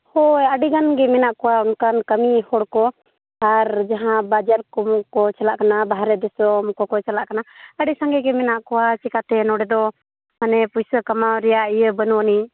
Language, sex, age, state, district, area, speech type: Santali, female, 18-30, Jharkhand, Seraikela Kharsawan, rural, conversation